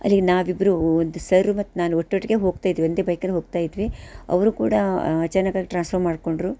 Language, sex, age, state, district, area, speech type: Kannada, female, 45-60, Karnataka, Shimoga, rural, spontaneous